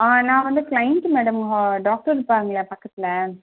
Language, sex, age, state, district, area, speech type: Tamil, female, 30-45, Tamil Nadu, Kanchipuram, urban, conversation